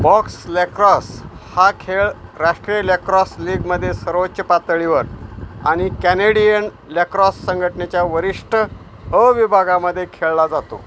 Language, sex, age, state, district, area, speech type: Marathi, male, 60+, Maharashtra, Osmanabad, rural, read